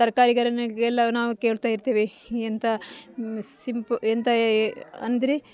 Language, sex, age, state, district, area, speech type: Kannada, female, 45-60, Karnataka, Dakshina Kannada, rural, spontaneous